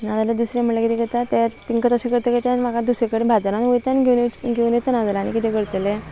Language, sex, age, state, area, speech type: Goan Konkani, female, 18-30, Goa, rural, spontaneous